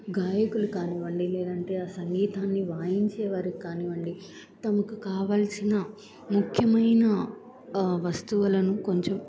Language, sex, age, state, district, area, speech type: Telugu, female, 18-30, Andhra Pradesh, Bapatla, rural, spontaneous